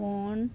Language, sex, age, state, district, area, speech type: Punjabi, female, 60+, Punjab, Muktsar, urban, read